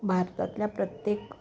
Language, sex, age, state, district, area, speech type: Marathi, female, 45-60, Maharashtra, Sangli, urban, spontaneous